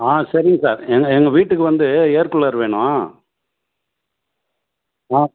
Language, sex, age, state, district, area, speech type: Tamil, male, 60+, Tamil Nadu, Tiruvannamalai, urban, conversation